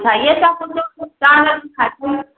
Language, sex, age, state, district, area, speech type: Manipuri, female, 30-45, Manipur, Imphal West, rural, conversation